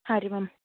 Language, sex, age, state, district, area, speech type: Kannada, female, 18-30, Karnataka, Bidar, rural, conversation